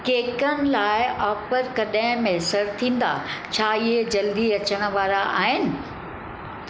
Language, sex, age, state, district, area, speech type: Sindhi, female, 60+, Maharashtra, Mumbai Suburban, urban, read